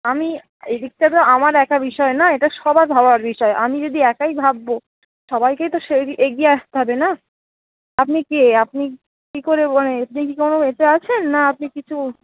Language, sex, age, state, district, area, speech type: Bengali, female, 18-30, West Bengal, Birbhum, urban, conversation